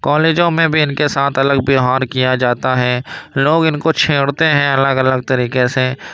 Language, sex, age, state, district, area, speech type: Urdu, male, 60+, Uttar Pradesh, Lucknow, urban, spontaneous